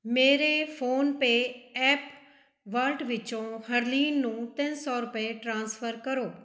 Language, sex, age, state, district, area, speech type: Punjabi, female, 45-60, Punjab, Mohali, urban, read